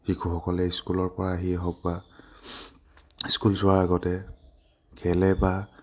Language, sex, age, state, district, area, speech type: Assamese, male, 18-30, Assam, Lakhimpur, urban, spontaneous